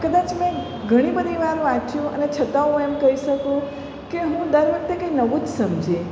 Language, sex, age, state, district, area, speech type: Gujarati, female, 45-60, Gujarat, Surat, urban, spontaneous